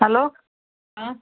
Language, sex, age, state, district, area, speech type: Sindhi, male, 45-60, Gujarat, Kutch, urban, conversation